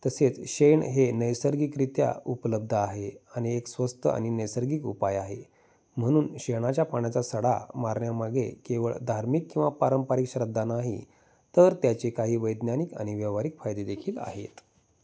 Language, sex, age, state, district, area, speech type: Marathi, male, 30-45, Maharashtra, Osmanabad, rural, spontaneous